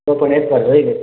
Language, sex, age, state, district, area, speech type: Gujarati, male, 60+, Gujarat, Morbi, rural, conversation